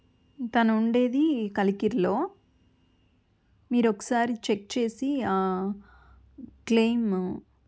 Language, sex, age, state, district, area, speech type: Telugu, female, 30-45, Andhra Pradesh, Chittoor, urban, spontaneous